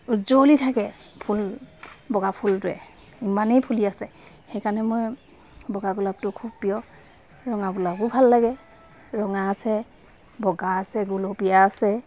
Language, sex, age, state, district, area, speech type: Assamese, female, 30-45, Assam, Sivasagar, urban, spontaneous